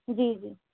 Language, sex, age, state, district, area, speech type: Urdu, female, 18-30, Delhi, North West Delhi, urban, conversation